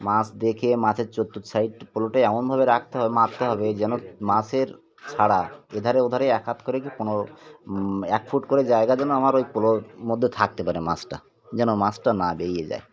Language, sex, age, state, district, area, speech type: Bengali, male, 45-60, West Bengal, Birbhum, urban, spontaneous